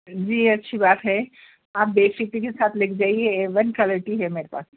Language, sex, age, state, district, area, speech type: Urdu, other, 60+, Telangana, Hyderabad, urban, conversation